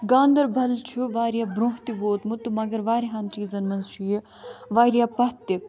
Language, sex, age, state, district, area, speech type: Kashmiri, female, 18-30, Jammu and Kashmir, Ganderbal, urban, spontaneous